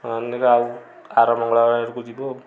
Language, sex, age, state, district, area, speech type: Odia, male, 45-60, Odisha, Kendujhar, urban, spontaneous